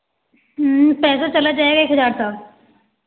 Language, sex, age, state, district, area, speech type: Hindi, female, 18-30, Uttar Pradesh, Varanasi, rural, conversation